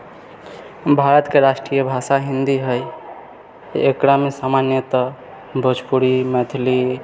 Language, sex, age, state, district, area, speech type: Maithili, male, 30-45, Bihar, Purnia, urban, spontaneous